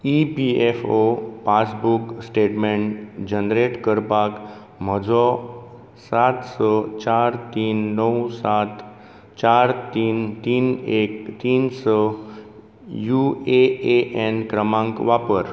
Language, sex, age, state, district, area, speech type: Goan Konkani, male, 45-60, Goa, Bardez, urban, read